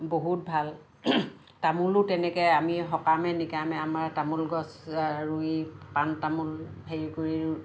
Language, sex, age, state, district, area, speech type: Assamese, female, 60+, Assam, Lakhimpur, urban, spontaneous